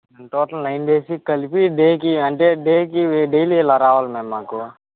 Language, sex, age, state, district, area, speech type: Telugu, male, 18-30, Andhra Pradesh, Nellore, rural, conversation